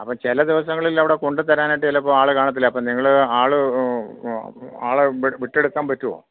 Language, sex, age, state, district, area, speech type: Malayalam, male, 45-60, Kerala, Kottayam, rural, conversation